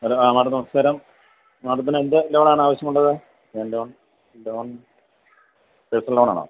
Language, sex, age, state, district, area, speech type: Malayalam, male, 45-60, Kerala, Idukki, rural, conversation